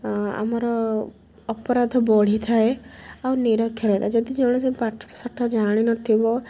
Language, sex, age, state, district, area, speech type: Odia, female, 18-30, Odisha, Rayagada, rural, spontaneous